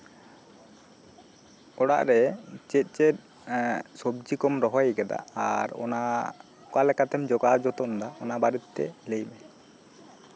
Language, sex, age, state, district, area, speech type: Santali, female, 30-45, West Bengal, Birbhum, rural, spontaneous